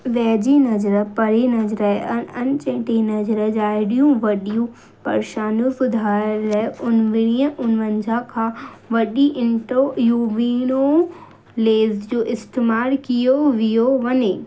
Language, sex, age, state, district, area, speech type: Sindhi, female, 18-30, Madhya Pradesh, Katni, urban, read